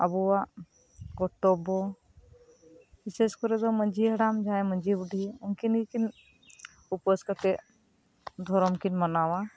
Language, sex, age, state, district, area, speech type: Santali, female, 30-45, West Bengal, Birbhum, rural, spontaneous